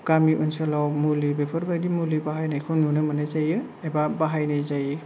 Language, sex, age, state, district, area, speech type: Bodo, male, 18-30, Assam, Kokrajhar, rural, spontaneous